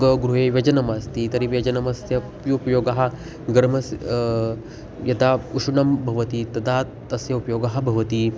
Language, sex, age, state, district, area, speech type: Sanskrit, male, 18-30, Maharashtra, Solapur, urban, spontaneous